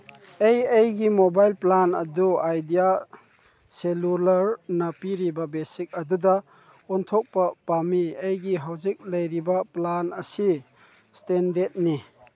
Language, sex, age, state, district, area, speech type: Manipuri, male, 45-60, Manipur, Chandel, rural, read